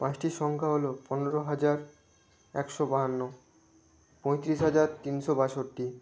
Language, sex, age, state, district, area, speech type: Bengali, male, 18-30, West Bengal, Nadia, rural, spontaneous